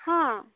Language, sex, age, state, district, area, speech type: Odia, female, 30-45, Odisha, Subarnapur, urban, conversation